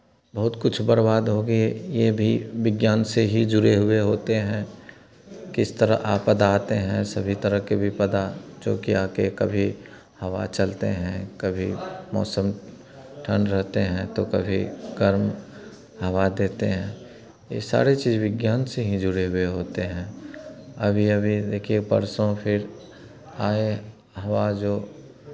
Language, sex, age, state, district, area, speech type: Hindi, male, 30-45, Bihar, Madhepura, rural, spontaneous